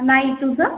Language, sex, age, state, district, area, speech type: Marathi, female, 18-30, Maharashtra, Washim, rural, conversation